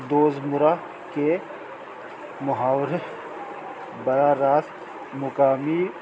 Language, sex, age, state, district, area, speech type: Urdu, male, 45-60, Delhi, North East Delhi, urban, spontaneous